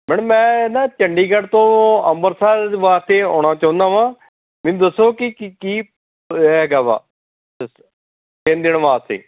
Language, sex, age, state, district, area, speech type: Punjabi, male, 45-60, Punjab, Amritsar, urban, conversation